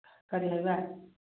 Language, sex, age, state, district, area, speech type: Manipuri, female, 45-60, Manipur, Churachandpur, urban, conversation